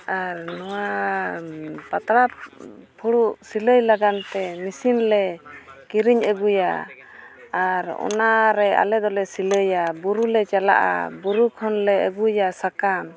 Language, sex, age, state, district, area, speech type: Santali, female, 30-45, Jharkhand, East Singhbhum, rural, spontaneous